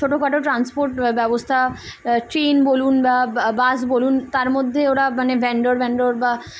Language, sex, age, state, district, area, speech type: Bengali, female, 18-30, West Bengal, Kolkata, urban, spontaneous